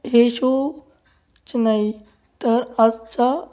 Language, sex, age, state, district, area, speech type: Marathi, male, 18-30, Maharashtra, Ahmednagar, rural, spontaneous